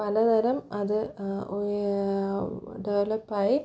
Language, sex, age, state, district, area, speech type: Malayalam, female, 30-45, Kerala, Thiruvananthapuram, rural, spontaneous